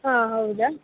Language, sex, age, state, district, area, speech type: Kannada, female, 30-45, Karnataka, Chitradurga, rural, conversation